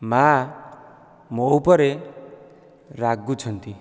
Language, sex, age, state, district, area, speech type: Odia, male, 30-45, Odisha, Dhenkanal, rural, spontaneous